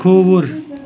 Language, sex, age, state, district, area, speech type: Kashmiri, male, 45-60, Jammu and Kashmir, Kupwara, urban, read